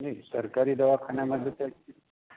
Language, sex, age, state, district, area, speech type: Marathi, male, 45-60, Maharashtra, Akola, rural, conversation